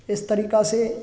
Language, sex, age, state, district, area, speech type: Hindi, male, 30-45, Rajasthan, Karauli, urban, spontaneous